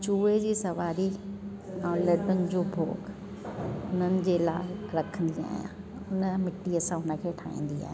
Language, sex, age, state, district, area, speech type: Sindhi, female, 60+, Delhi, South Delhi, urban, spontaneous